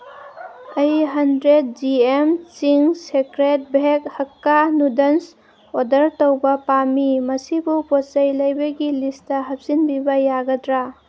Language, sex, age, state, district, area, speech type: Manipuri, female, 30-45, Manipur, Senapati, rural, read